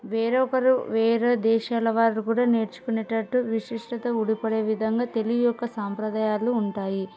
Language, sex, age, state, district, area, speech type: Telugu, female, 30-45, Andhra Pradesh, Kurnool, rural, spontaneous